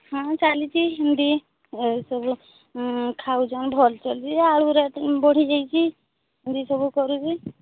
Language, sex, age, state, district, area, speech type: Odia, female, 30-45, Odisha, Sambalpur, rural, conversation